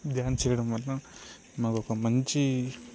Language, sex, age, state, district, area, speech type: Telugu, male, 18-30, Telangana, Peddapalli, rural, spontaneous